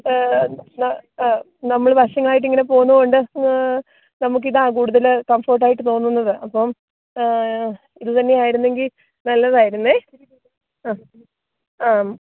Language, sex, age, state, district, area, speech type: Malayalam, female, 30-45, Kerala, Idukki, rural, conversation